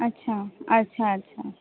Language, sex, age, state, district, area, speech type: Marathi, female, 18-30, Maharashtra, Mumbai City, urban, conversation